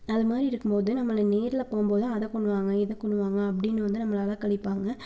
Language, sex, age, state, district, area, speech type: Tamil, female, 18-30, Tamil Nadu, Erode, rural, spontaneous